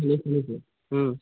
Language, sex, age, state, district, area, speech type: Assamese, male, 18-30, Assam, Tinsukia, urban, conversation